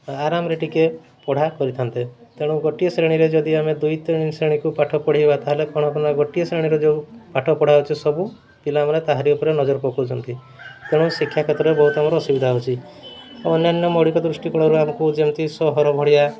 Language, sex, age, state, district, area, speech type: Odia, male, 30-45, Odisha, Mayurbhanj, rural, spontaneous